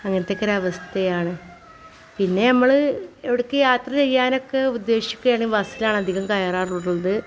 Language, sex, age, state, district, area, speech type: Malayalam, female, 45-60, Kerala, Malappuram, rural, spontaneous